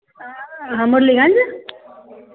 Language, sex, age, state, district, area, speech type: Hindi, female, 45-60, Bihar, Madhubani, rural, conversation